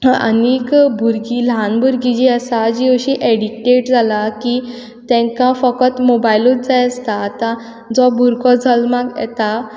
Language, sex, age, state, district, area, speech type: Goan Konkani, female, 18-30, Goa, Quepem, rural, spontaneous